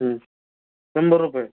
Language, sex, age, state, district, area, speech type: Marathi, male, 18-30, Maharashtra, Gondia, rural, conversation